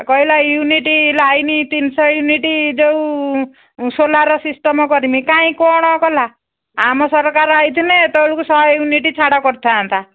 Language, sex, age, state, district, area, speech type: Odia, female, 45-60, Odisha, Angul, rural, conversation